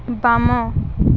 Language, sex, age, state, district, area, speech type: Odia, female, 18-30, Odisha, Balangir, urban, read